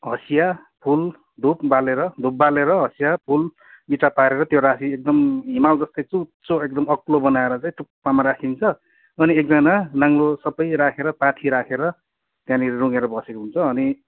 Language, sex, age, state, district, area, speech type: Nepali, male, 45-60, West Bengal, Darjeeling, rural, conversation